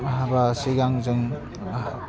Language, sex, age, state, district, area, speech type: Bodo, male, 45-60, Assam, Udalguri, rural, spontaneous